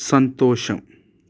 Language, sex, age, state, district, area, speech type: Telugu, male, 18-30, Telangana, Hyderabad, urban, read